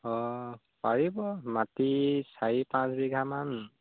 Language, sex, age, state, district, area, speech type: Assamese, male, 18-30, Assam, Sivasagar, rural, conversation